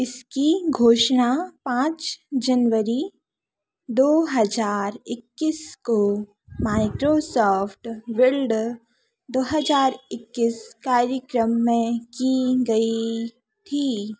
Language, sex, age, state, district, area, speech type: Hindi, female, 18-30, Madhya Pradesh, Narsinghpur, urban, read